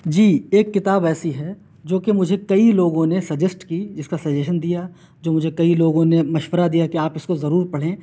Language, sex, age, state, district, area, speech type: Urdu, male, 18-30, Delhi, South Delhi, urban, spontaneous